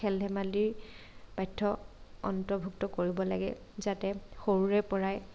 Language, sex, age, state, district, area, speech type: Assamese, female, 30-45, Assam, Morigaon, rural, spontaneous